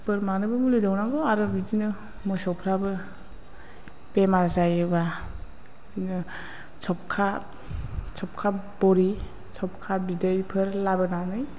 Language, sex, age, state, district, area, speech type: Bodo, female, 45-60, Assam, Chirang, urban, spontaneous